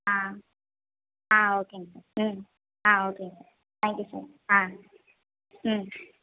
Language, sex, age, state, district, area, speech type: Tamil, female, 18-30, Tamil Nadu, Madurai, urban, conversation